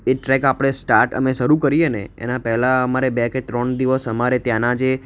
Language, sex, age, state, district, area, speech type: Gujarati, male, 18-30, Gujarat, Ahmedabad, urban, spontaneous